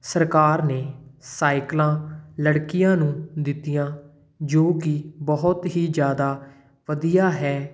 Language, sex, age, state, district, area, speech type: Punjabi, male, 18-30, Punjab, Patiala, urban, spontaneous